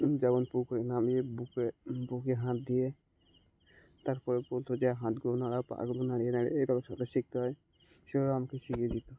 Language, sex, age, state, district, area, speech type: Bengali, male, 18-30, West Bengal, Uttar Dinajpur, urban, spontaneous